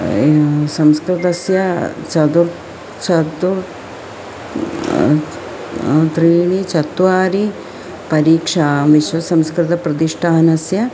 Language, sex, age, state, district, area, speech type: Sanskrit, female, 45-60, Kerala, Thiruvananthapuram, urban, spontaneous